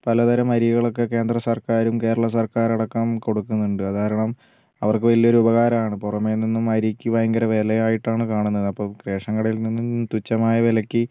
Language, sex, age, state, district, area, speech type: Malayalam, female, 18-30, Kerala, Wayanad, rural, spontaneous